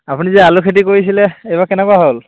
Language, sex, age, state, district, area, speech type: Assamese, male, 18-30, Assam, Dibrugarh, rural, conversation